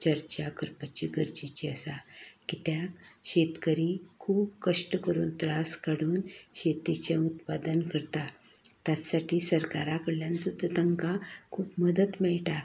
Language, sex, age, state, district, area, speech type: Goan Konkani, female, 60+, Goa, Canacona, rural, spontaneous